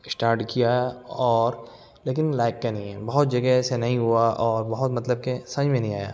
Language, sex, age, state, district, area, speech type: Urdu, male, 18-30, Uttar Pradesh, Lucknow, urban, spontaneous